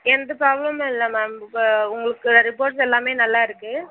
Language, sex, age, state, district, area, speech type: Tamil, female, 30-45, Tamil Nadu, Nagapattinam, rural, conversation